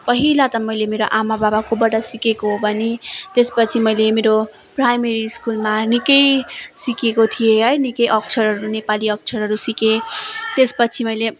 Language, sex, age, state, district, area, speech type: Nepali, female, 18-30, West Bengal, Darjeeling, rural, spontaneous